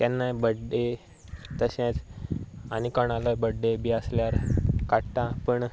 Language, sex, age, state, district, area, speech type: Goan Konkani, male, 18-30, Goa, Sanguem, rural, spontaneous